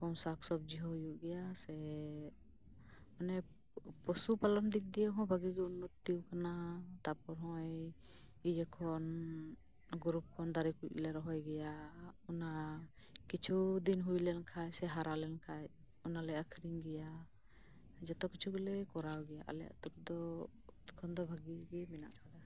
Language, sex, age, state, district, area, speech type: Santali, female, 30-45, West Bengal, Birbhum, rural, spontaneous